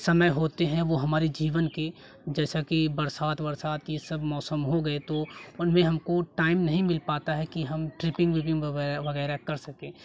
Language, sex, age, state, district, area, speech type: Hindi, male, 18-30, Uttar Pradesh, Jaunpur, rural, spontaneous